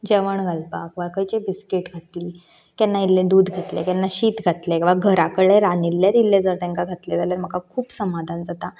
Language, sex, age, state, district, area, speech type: Goan Konkani, female, 18-30, Goa, Canacona, rural, spontaneous